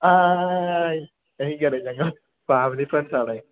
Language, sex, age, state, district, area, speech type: Malayalam, male, 18-30, Kerala, Idukki, rural, conversation